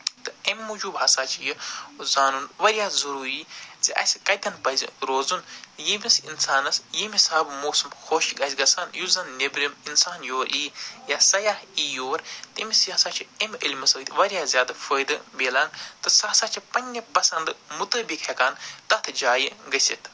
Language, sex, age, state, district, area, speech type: Kashmiri, male, 45-60, Jammu and Kashmir, Budgam, urban, spontaneous